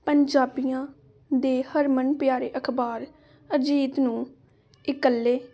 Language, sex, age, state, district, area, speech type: Punjabi, female, 18-30, Punjab, Gurdaspur, rural, spontaneous